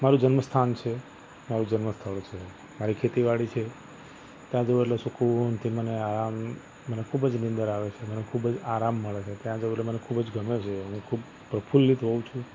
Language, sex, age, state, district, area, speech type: Gujarati, male, 45-60, Gujarat, Ahmedabad, urban, spontaneous